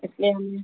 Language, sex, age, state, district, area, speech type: Hindi, female, 45-60, Uttar Pradesh, Sitapur, rural, conversation